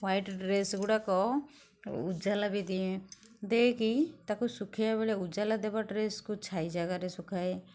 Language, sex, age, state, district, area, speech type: Odia, female, 60+, Odisha, Kendujhar, urban, spontaneous